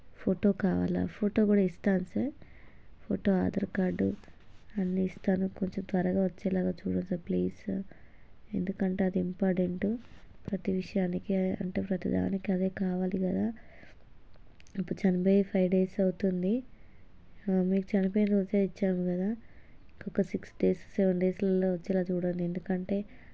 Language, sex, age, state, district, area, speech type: Telugu, female, 30-45, Telangana, Hanamkonda, rural, spontaneous